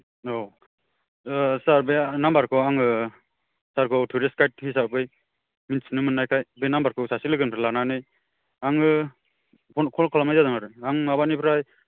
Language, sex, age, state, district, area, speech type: Bodo, male, 30-45, Assam, Kokrajhar, rural, conversation